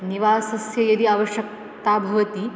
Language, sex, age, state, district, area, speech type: Sanskrit, female, 18-30, Maharashtra, Beed, rural, spontaneous